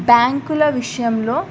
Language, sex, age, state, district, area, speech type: Telugu, female, 18-30, Telangana, Medak, rural, spontaneous